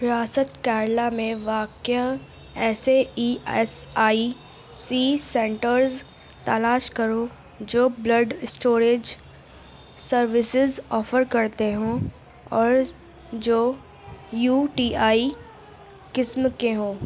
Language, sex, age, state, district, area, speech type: Urdu, female, 18-30, Uttar Pradesh, Gautam Buddha Nagar, rural, read